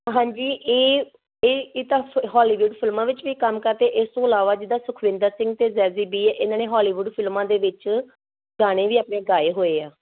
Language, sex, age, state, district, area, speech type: Punjabi, female, 30-45, Punjab, Tarn Taran, rural, conversation